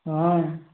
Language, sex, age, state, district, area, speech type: Hindi, male, 30-45, Uttar Pradesh, Prayagraj, rural, conversation